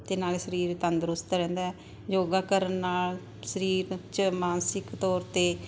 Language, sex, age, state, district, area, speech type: Punjabi, female, 60+, Punjab, Barnala, rural, spontaneous